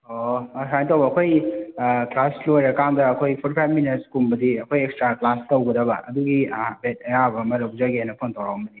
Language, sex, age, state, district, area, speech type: Manipuri, male, 30-45, Manipur, Imphal West, urban, conversation